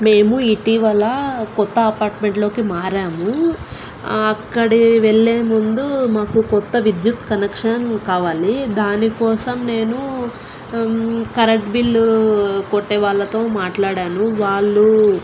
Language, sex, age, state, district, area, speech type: Telugu, female, 18-30, Telangana, Nalgonda, urban, spontaneous